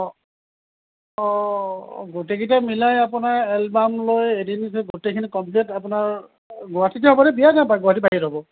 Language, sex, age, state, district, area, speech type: Assamese, male, 30-45, Assam, Kamrup Metropolitan, urban, conversation